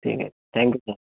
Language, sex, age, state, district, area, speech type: Marathi, male, 18-30, Maharashtra, Buldhana, rural, conversation